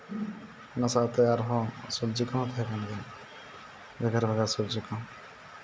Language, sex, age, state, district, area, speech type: Santali, male, 18-30, West Bengal, Purulia, rural, spontaneous